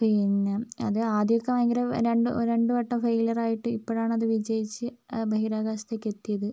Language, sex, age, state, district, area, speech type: Malayalam, female, 45-60, Kerala, Wayanad, rural, spontaneous